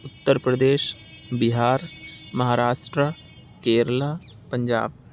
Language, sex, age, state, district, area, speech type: Urdu, male, 45-60, Uttar Pradesh, Aligarh, urban, spontaneous